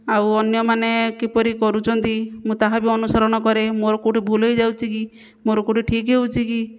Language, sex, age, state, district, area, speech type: Odia, female, 30-45, Odisha, Jajpur, rural, spontaneous